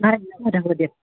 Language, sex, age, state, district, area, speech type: Assamese, female, 60+, Assam, Jorhat, urban, conversation